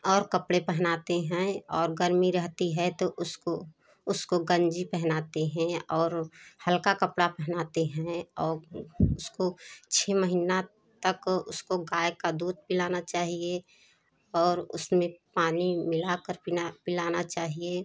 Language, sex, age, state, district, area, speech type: Hindi, female, 30-45, Uttar Pradesh, Prayagraj, rural, spontaneous